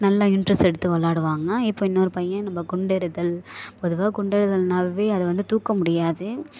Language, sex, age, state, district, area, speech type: Tamil, female, 18-30, Tamil Nadu, Thanjavur, rural, spontaneous